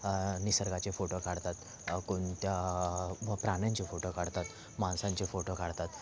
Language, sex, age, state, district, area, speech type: Marathi, male, 18-30, Maharashtra, Thane, urban, spontaneous